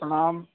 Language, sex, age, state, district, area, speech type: Hindi, male, 18-30, Uttar Pradesh, Prayagraj, urban, conversation